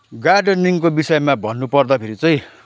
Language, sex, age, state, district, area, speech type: Nepali, male, 30-45, West Bengal, Kalimpong, rural, spontaneous